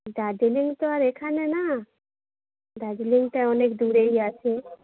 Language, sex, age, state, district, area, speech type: Bengali, female, 30-45, West Bengal, Darjeeling, rural, conversation